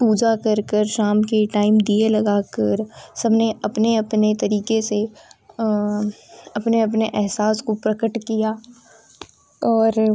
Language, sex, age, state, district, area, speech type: Hindi, female, 18-30, Madhya Pradesh, Ujjain, urban, spontaneous